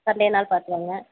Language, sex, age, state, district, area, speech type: Tamil, female, 30-45, Tamil Nadu, Coimbatore, rural, conversation